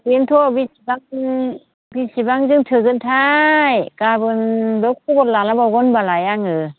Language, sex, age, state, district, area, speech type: Bodo, female, 60+, Assam, Chirang, rural, conversation